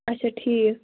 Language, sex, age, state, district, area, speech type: Kashmiri, female, 30-45, Jammu and Kashmir, Anantnag, rural, conversation